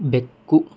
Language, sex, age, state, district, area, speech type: Kannada, male, 60+, Karnataka, Bangalore Rural, rural, read